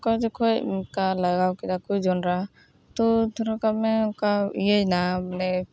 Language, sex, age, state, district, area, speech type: Santali, female, 18-30, West Bengal, Uttar Dinajpur, rural, spontaneous